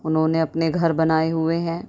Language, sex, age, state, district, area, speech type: Urdu, female, 30-45, Delhi, South Delhi, rural, spontaneous